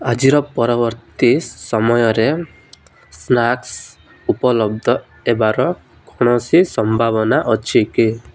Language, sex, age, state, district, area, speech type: Odia, male, 18-30, Odisha, Malkangiri, urban, read